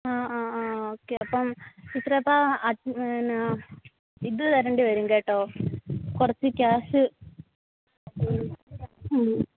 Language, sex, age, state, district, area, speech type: Malayalam, female, 18-30, Kerala, Alappuzha, rural, conversation